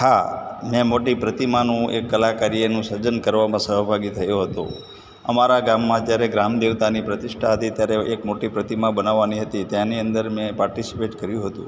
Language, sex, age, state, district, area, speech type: Gujarati, male, 60+, Gujarat, Morbi, urban, spontaneous